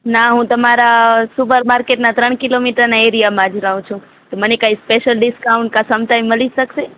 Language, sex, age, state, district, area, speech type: Gujarati, female, 45-60, Gujarat, Morbi, rural, conversation